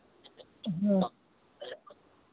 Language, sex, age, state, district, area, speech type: Hindi, female, 60+, Uttar Pradesh, Lucknow, rural, conversation